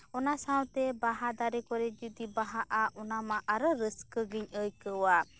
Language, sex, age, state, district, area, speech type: Santali, female, 18-30, West Bengal, Birbhum, rural, spontaneous